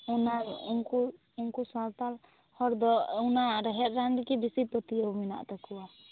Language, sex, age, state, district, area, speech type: Santali, female, 18-30, West Bengal, Purba Bardhaman, rural, conversation